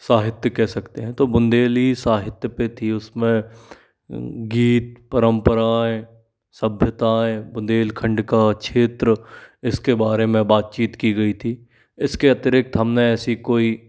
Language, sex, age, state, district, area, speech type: Hindi, male, 45-60, Madhya Pradesh, Bhopal, urban, spontaneous